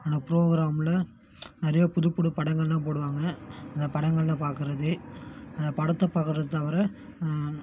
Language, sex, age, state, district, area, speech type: Tamil, male, 18-30, Tamil Nadu, Namakkal, rural, spontaneous